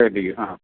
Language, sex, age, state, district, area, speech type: Malayalam, male, 60+, Kerala, Alappuzha, rural, conversation